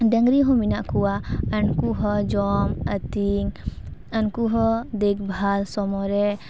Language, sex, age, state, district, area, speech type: Santali, female, 18-30, West Bengal, Paschim Bardhaman, rural, spontaneous